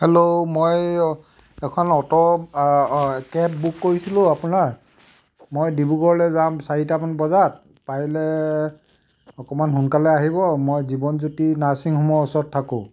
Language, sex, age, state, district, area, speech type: Assamese, male, 60+, Assam, Tinsukia, urban, spontaneous